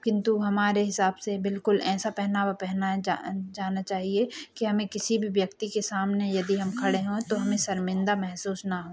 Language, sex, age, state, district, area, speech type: Hindi, female, 30-45, Madhya Pradesh, Hoshangabad, rural, spontaneous